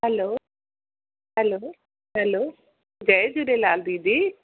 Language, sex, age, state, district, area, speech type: Sindhi, female, 45-60, Gujarat, Surat, urban, conversation